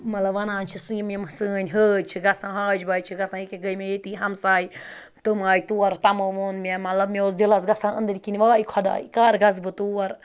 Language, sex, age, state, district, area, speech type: Kashmiri, female, 18-30, Jammu and Kashmir, Ganderbal, rural, spontaneous